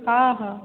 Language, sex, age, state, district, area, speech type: Odia, female, 30-45, Odisha, Boudh, rural, conversation